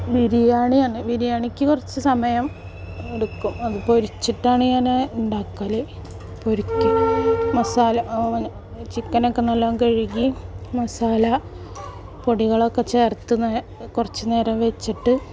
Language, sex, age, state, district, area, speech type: Malayalam, female, 45-60, Kerala, Malappuram, rural, spontaneous